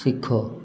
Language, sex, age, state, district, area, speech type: Odia, male, 30-45, Odisha, Ganjam, urban, read